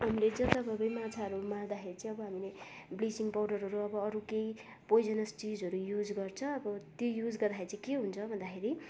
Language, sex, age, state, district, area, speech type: Nepali, female, 18-30, West Bengal, Darjeeling, rural, spontaneous